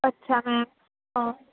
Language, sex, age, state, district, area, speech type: Urdu, female, 18-30, Uttar Pradesh, Gautam Buddha Nagar, urban, conversation